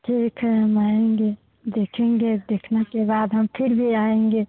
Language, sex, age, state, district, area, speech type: Hindi, female, 18-30, Bihar, Muzaffarpur, rural, conversation